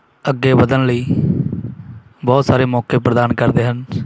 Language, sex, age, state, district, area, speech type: Punjabi, male, 30-45, Punjab, Bathinda, rural, spontaneous